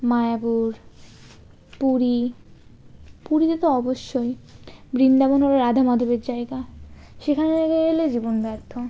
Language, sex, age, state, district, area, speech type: Bengali, female, 18-30, West Bengal, Birbhum, urban, spontaneous